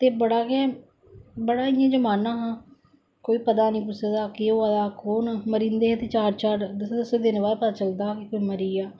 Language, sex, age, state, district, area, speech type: Dogri, female, 45-60, Jammu and Kashmir, Samba, rural, spontaneous